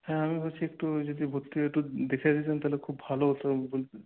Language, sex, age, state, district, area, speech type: Bengali, male, 18-30, West Bengal, Purulia, urban, conversation